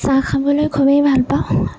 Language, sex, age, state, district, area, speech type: Assamese, female, 30-45, Assam, Nagaon, rural, spontaneous